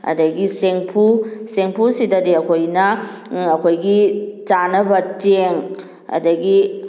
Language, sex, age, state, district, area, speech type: Manipuri, female, 30-45, Manipur, Kakching, rural, spontaneous